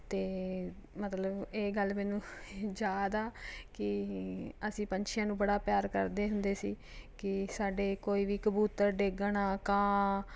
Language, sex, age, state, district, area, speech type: Punjabi, female, 30-45, Punjab, Ludhiana, urban, spontaneous